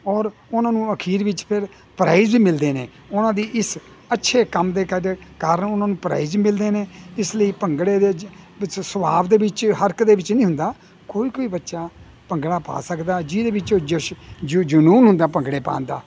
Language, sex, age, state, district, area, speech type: Punjabi, male, 60+, Punjab, Hoshiarpur, rural, spontaneous